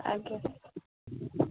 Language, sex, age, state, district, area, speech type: Odia, female, 18-30, Odisha, Jagatsinghpur, rural, conversation